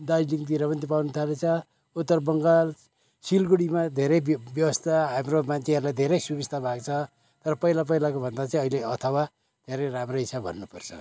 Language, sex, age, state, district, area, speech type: Nepali, male, 60+, West Bengal, Kalimpong, rural, spontaneous